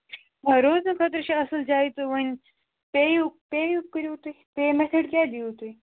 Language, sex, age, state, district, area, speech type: Kashmiri, male, 18-30, Jammu and Kashmir, Kupwara, rural, conversation